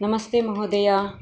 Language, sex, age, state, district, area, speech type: Sanskrit, female, 45-60, Karnataka, Dakshina Kannada, urban, spontaneous